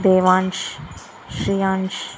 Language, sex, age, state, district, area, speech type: Telugu, female, 18-30, Telangana, Karimnagar, rural, spontaneous